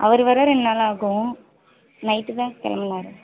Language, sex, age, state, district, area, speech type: Tamil, female, 30-45, Tamil Nadu, Mayiladuthurai, urban, conversation